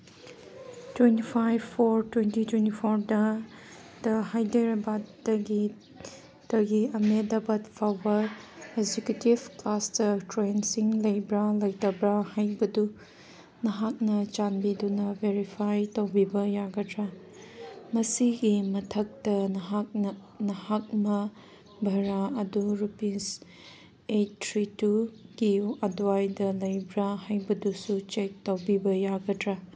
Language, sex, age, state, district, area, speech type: Manipuri, female, 18-30, Manipur, Kangpokpi, urban, read